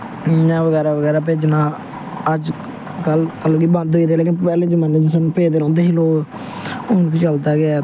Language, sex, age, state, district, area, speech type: Dogri, male, 18-30, Jammu and Kashmir, Samba, rural, spontaneous